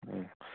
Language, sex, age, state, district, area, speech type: Manipuri, male, 30-45, Manipur, Kakching, rural, conversation